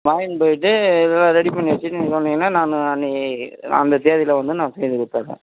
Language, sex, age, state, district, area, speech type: Tamil, male, 60+, Tamil Nadu, Vellore, rural, conversation